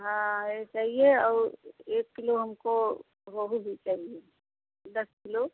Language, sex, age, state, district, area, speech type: Hindi, female, 30-45, Uttar Pradesh, Jaunpur, rural, conversation